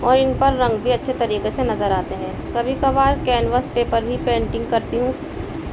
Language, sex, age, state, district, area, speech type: Urdu, female, 30-45, Uttar Pradesh, Balrampur, urban, spontaneous